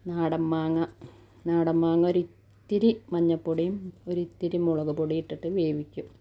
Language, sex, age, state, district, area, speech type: Malayalam, female, 45-60, Kerala, Malappuram, rural, spontaneous